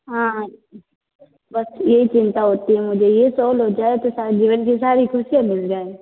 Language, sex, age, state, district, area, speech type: Hindi, female, 30-45, Rajasthan, Jodhpur, urban, conversation